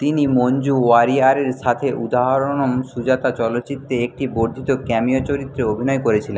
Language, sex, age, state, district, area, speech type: Bengali, male, 30-45, West Bengal, Jhargram, rural, read